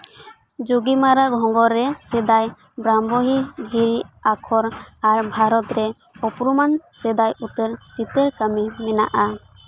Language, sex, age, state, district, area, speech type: Santali, female, 18-30, West Bengal, Purulia, rural, read